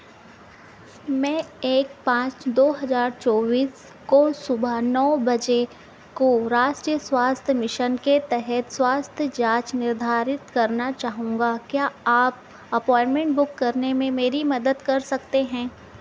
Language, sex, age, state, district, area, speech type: Hindi, female, 45-60, Madhya Pradesh, Harda, urban, read